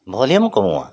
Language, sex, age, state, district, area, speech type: Assamese, male, 45-60, Assam, Tinsukia, urban, read